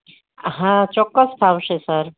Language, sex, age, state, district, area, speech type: Gujarati, female, 45-60, Gujarat, Anand, urban, conversation